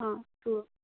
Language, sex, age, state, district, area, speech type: Assamese, female, 60+, Assam, Darrang, rural, conversation